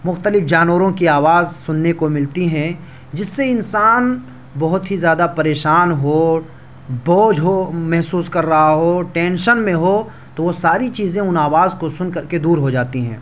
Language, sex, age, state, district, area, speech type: Urdu, male, 18-30, Delhi, South Delhi, rural, spontaneous